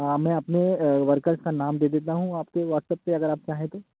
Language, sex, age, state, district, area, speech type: Urdu, male, 45-60, Uttar Pradesh, Aligarh, rural, conversation